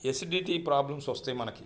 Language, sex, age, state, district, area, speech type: Telugu, male, 45-60, Andhra Pradesh, Bapatla, urban, spontaneous